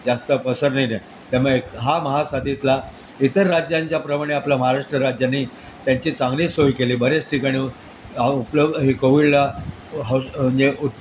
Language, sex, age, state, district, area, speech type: Marathi, male, 60+, Maharashtra, Thane, urban, spontaneous